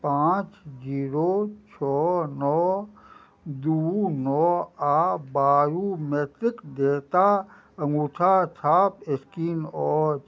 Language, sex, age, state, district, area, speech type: Maithili, male, 60+, Bihar, Madhubani, rural, read